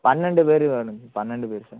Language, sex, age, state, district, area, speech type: Tamil, male, 18-30, Tamil Nadu, Thanjavur, rural, conversation